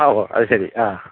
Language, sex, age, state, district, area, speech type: Malayalam, male, 45-60, Kerala, Alappuzha, urban, conversation